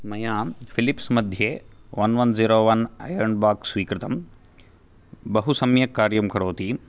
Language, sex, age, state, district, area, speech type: Sanskrit, male, 18-30, Karnataka, Bangalore Urban, urban, spontaneous